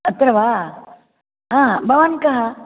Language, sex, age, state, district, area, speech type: Sanskrit, female, 60+, Karnataka, Uttara Kannada, rural, conversation